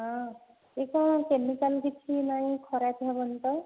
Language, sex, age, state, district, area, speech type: Odia, female, 30-45, Odisha, Khordha, rural, conversation